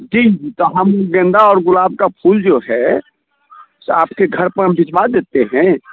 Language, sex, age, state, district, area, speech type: Hindi, male, 45-60, Bihar, Muzaffarpur, rural, conversation